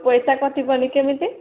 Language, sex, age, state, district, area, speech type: Odia, female, 30-45, Odisha, Sambalpur, rural, conversation